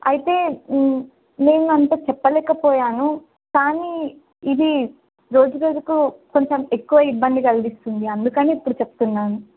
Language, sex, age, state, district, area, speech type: Telugu, female, 18-30, Telangana, Narayanpet, urban, conversation